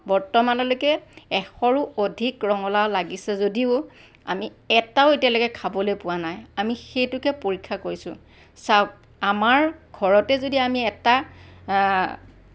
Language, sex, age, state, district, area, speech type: Assamese, female, 45-60, Assam, Lakhimpur, rural, spontaneous